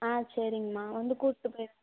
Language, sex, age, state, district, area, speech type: Tamil, female, 18-30, Tamil Nadu, Namakkal, rural, conversation